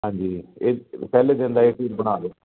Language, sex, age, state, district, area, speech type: Punjabi, male, 30-45, Punjab, Fazilka, rural, conversation